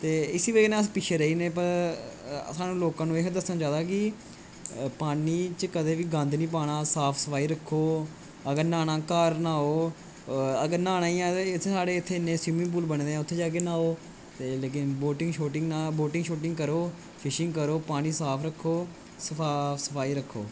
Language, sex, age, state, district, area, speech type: Dogri, male, 18-30, Jammu and Kashmir, Kathua, rural, spontaneous